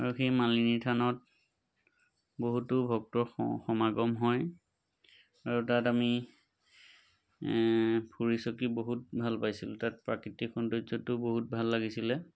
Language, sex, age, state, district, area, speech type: Assamese, male, 30-45, Assam, Majuli, urban, spontaneous